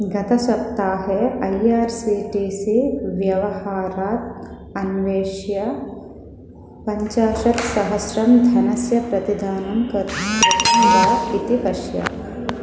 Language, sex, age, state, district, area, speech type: Sanskrit, female, 30-45, Andhra Pradesh, East Godavari, urban, read